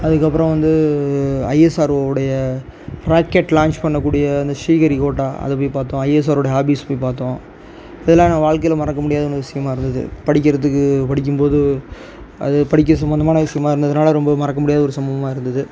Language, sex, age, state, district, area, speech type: Tamil, male, 30-45, Tamil Nadu, Tiruvarur, rural, spontaneous